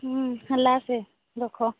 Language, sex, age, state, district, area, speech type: Odia, female, 30-45, Odisha, Sambalpur, rural, conversation